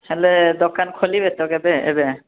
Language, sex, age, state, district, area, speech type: Odia, male, 18-30, Odisha, Rayagada, rural, conversation